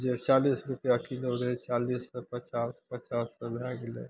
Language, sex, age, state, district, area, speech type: Maithili, male, 60+, Bihar, Madhepura, rural, spontaneous